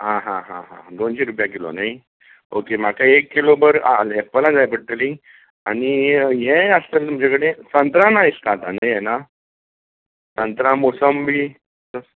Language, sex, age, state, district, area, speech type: Goan Konkani, male, 45-60, Goa, Bardez, urban, conversation